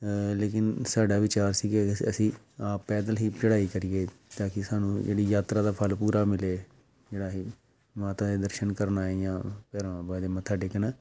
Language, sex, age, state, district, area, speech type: Punjabi, male, 45-60, Punjab, Amritsar, urban, spontaneous